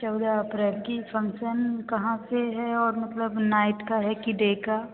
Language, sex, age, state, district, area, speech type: Hindi, female, 18-30, Madhya Pradesh, Hoshangabad, rural, conversation